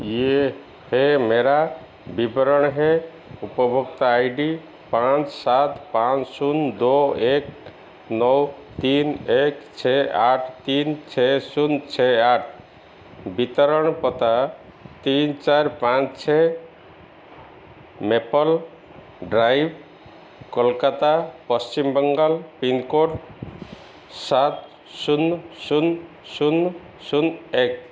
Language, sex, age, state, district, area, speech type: Hindi, male, 45-60, Madhya Pradesh, Chhindwara, rural, read